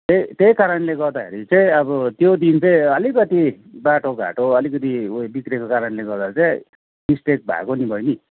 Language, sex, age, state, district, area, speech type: Nepali, male, 45-60, West Bengal, Kalimpong, rural, conversation